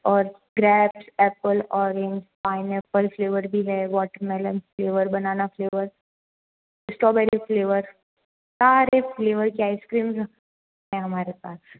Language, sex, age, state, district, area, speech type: Hindi, female, 18-30, Rajasthan, Jodhpur, urban, conversation